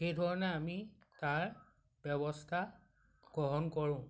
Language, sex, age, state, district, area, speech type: Assamese, male, 60+, Assam, Majuli, urban, spontaneous